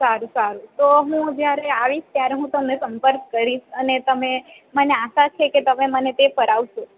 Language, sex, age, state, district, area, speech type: Gujarati, female, 18-30, Gujarat, Valsad, rural, conversation